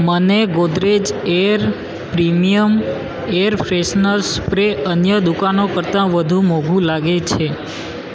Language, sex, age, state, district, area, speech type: Gujarati, male, 18-30, Gujarat, Valsad, rural, read